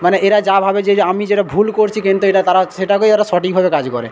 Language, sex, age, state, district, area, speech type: Bengali, male, 18-30, West Bengal, Paschim Medinipur, rural, spontaneous